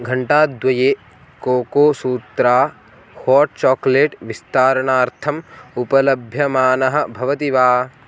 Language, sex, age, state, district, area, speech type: Sanskrit, male, 18-30, Maharashtra, Kolhapur, rural, read